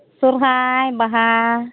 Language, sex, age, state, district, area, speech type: Santali, female, 45-60, West Bengal, Birbhum, rural, conversation